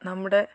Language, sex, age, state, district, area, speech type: Malayalam, female, 18-30, Kerala, Malappuram, urban, spontaneous